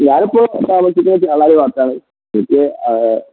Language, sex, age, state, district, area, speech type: Malayalam, male, 18-30, Kerala, Kozhikode, rural, conversation